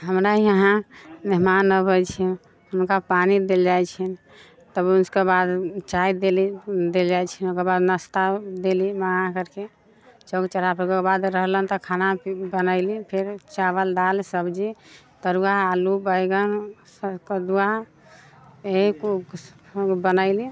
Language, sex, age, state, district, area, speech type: Maithili, female, 30-45, Bihar, Muzaffarpur, rural, spontaneous